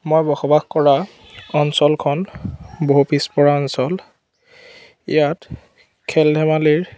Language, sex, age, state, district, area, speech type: Assamese, male, 30-45, Assam, Biswanath, rural, spontaneous